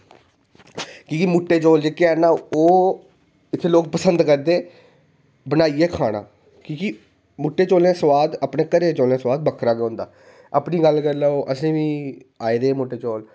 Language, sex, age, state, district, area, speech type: Dogri, male, 18-30, Jammu and Kashmir, Reasi, rural, spontaneous